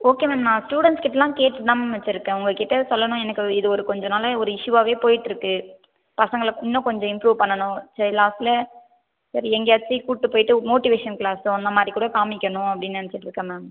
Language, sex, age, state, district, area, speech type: Tamil, female, 18-30, Tamil Nadu, Viluppuram, urban, conversation